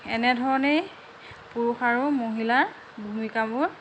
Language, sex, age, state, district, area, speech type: Assamese, female, 45-60, Assam, Lakhimpur, rural, spontaneous